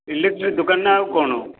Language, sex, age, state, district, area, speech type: Odia, male, 30-45, Odisha, Kalahandi, rural, conversation